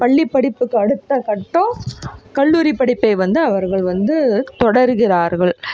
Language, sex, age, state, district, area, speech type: Tamil, female, 30-45, Tamil Nadu, Coimbatore, rural, spontaneous